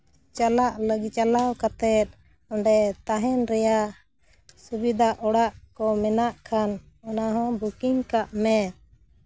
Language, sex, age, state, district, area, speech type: Santali, female, 45-60, Jharkhand, Seraikela Kharsawan, rural, spontaneous